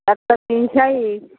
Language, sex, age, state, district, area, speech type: Bengali, female, 45-60, West Bengal, Uttar Dinajpur, urban, conversation